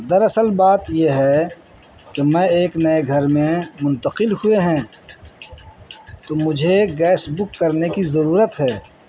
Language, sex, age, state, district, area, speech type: Urdu, male, 60+, Bihar, Madhubani, rural, spontaneous